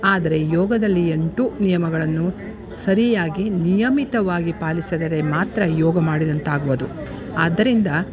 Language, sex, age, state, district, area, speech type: Kannada, female, 60+, Karnataka, Dharwad, rural, spontaneous